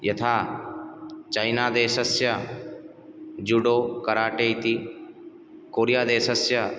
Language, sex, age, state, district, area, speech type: Sanskrit, male, 18-30, Odisha, Ganjam, rural, spontaneous